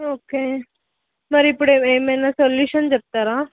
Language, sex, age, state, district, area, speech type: Telugu, female, 18-30, Telangana, Suryapet, urban, conversation